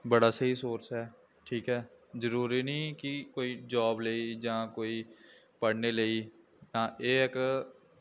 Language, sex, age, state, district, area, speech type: Dogri, male, 18-30, Jammu and Kashmir, Jammu, rural, spontaneous